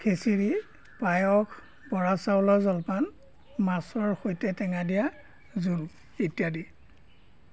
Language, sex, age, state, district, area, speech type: Assamese, male, 60+, Assam, Golaghat, rural, spontaneous